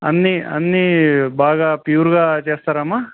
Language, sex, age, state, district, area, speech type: Telugu, male, 30-45, Andhra Pradesh, Kadapa, urban, conversation